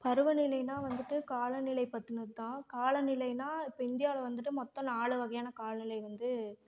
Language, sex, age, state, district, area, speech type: Tamil, female, 18-30, Tamil Nadu, Namakkal, urban, spontaneous